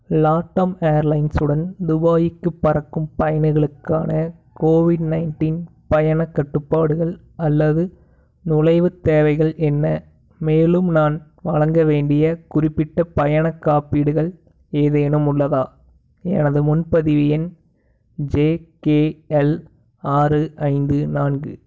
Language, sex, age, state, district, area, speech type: Tamil, male, 18-30, Tamil Nadu, Tiruppur, urban, read